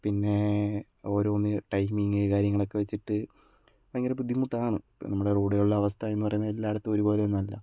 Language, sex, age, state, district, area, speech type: Malayalam, male, 18-30, Kerala, Wayanad, rural, spontaneous